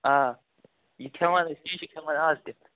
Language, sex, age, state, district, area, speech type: Kashmiri, male, 30-45, Jammu and Kashmir, Anantnag, rural, conversation